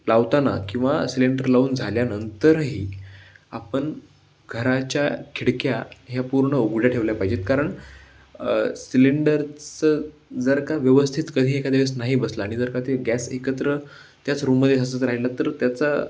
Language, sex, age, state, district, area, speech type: Marathi, male, 18-30, Maharashtra, Pune, urban, spontaneous